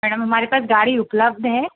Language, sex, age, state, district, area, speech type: Hindi, female, 30-45, Madhya Pradesh, Bhopal, urban, conversation